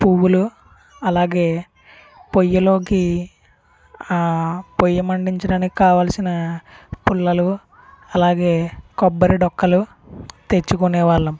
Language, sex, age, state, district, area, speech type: Telugu, male, 18-30, Andhra Pradesh, Konaseema, rural, spontaneous